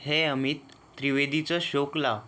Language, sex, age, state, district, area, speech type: Marathi, male, 18-30, Maharashtra, Yavatmal, rural, read